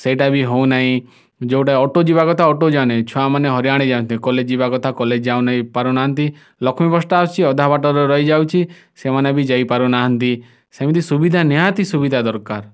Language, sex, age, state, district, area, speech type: Odia, male, 30-45, Odisha, Kalahandi, rural, spontaneous